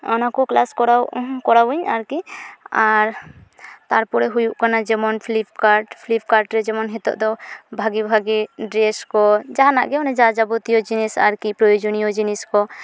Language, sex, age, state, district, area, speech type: Santali, female, 18-30, West Bengal, Purulia, rural, spontaneous